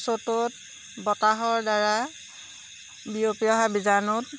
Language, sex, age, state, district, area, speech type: Assamese, female, 30-45, Assam, Jorhat, urban, spontaneous